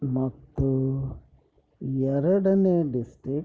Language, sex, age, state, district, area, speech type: Kannada, male, 45-60, Karnataka, Bidar, urban, spontaneous